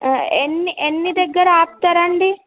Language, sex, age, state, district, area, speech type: Telugu, female, 18-30, Telangana, Nizamabad, rural, conversation